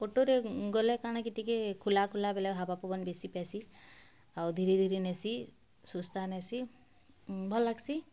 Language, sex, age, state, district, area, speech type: Odia, female, 30-45, Odisha, Bargarh, urban, spontaneous